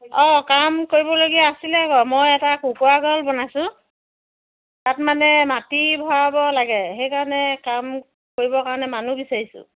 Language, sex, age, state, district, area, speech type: Assamese, female, 45-60, Assam, Dibrugarh, rural, conversation